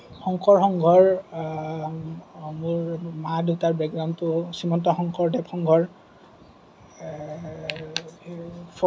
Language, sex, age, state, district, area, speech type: Assamese, male, 30-45, Assam, Kamrup Metropolitan, urban, spontaneous